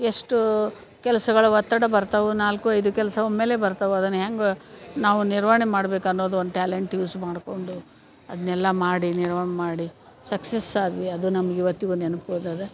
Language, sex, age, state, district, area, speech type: Kannada, female, 60+, Karnataka, Gadag, rural, spontaneous